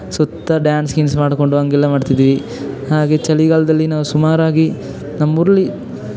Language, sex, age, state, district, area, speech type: Kannada, male, 18-30, Karnataka, Chamarajanagar, urban, spontaneous